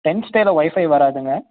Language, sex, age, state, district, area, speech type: Tamil, male, 18-30, Tamil Nadu, Nilgiris, urban, conversation